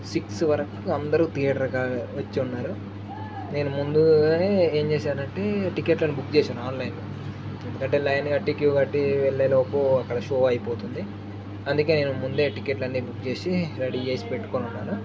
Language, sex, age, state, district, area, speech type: Telugu, male, 18-30, Telangana, Jangaon, rural, spontaneous